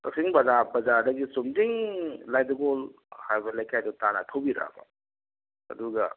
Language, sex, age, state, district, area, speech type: Manipuri, male, 30-45, Manipur, Kakching, rural, conversation